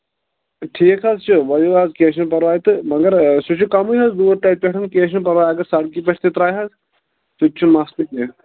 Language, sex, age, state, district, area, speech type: Kashmiri, male, 18-30, Jammu and Kashmir, Kulgam, rural, conversation